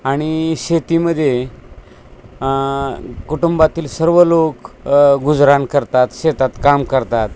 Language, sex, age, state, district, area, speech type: Marathi, male, 60+, Maharashtra, Osmanabad, rural, spontaneous